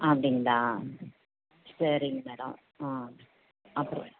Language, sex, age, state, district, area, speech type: Tamil, female, 60+, Tamil Nadu, Tenkasi, urban, conversation